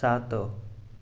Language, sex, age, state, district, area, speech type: Odia, male, 18-30, Odisha, Rayagada, urban, read